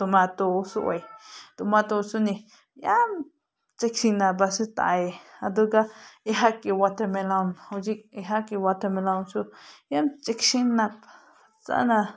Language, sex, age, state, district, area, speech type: Manipuri, female, 30-45, Manipur, Senapati, rural, spontaneous